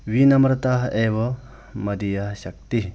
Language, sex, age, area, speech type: Sanskrit, male, 30-45, rural, spontaneous